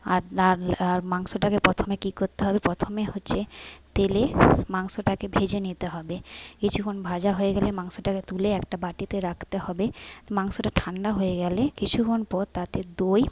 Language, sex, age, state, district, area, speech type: Bengali, female, 30-45, West Bengal, Jhargram, rural, spontaneous